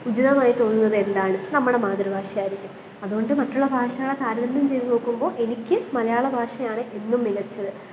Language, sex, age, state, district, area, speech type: Malayalam, female, 18-30, Kerala, Pathanamthitta, urban, spontaneous